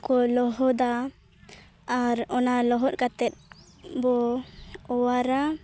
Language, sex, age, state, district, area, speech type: Santali, female, 18-30, Jharkhand, Seraikela Kharsawan, rural, spontaneous